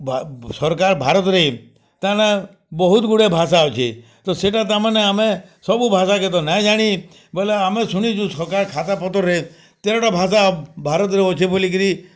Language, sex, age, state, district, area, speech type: Odia, male, 60+, Odisha, Bargarh, urban, spontaneous